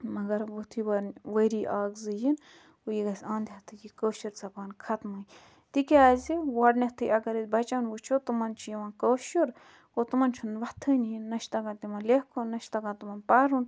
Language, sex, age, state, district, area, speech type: Kashmiri, female, 18-30, Jammu and Kashmir, Budgam, rural, spontaneous